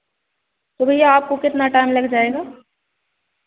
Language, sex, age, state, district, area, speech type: Hindi, female, 18-30, Madhya Pradesh, Narsinghpur, rural, conversation